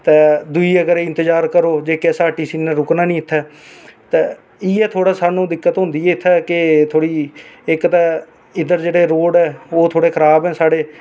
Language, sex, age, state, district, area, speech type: Dogri, male, 18-30, Jammu and Kashmir, Reasi, urban, spontaneous